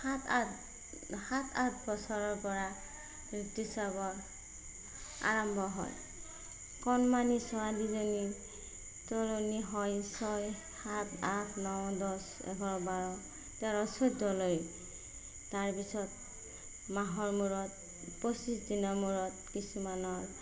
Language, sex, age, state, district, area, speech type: Assamese, female, 45-60, Assam, Darrang, rural, spontaneous